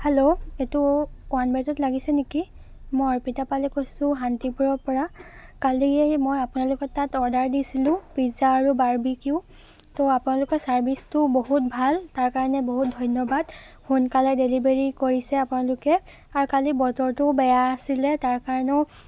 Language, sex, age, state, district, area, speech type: Assamese, female, 30-45, Assam, Charaideo, urban, spontaneous